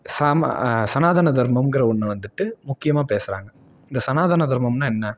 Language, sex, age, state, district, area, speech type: Tamil, male, 18-30, Tamil Nadu, Salem, rural, spontaneous